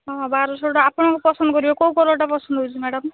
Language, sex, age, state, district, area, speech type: Odia, female, 18-30, Odisha, Balasore, rural, conversation